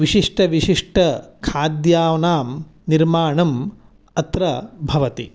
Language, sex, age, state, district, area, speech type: Sanskrit, male, 30-45, Karnataka, Uttara Kannada, urban, spontaneous